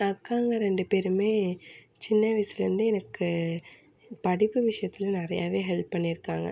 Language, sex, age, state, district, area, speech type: Tamil, female, 18-30, Tamil Nadu, Mayiladuthurai, urban, spontaneous